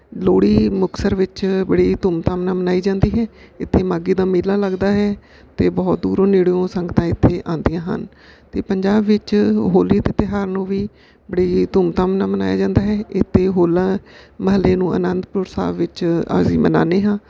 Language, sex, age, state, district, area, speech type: Punjabi, female, 45-60, Punjab, Bathinda, urban, spontaneous